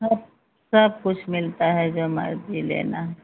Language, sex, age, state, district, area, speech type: Hindi, female, 60+, Uttar Pradesh, Ayodhya, rural, conversation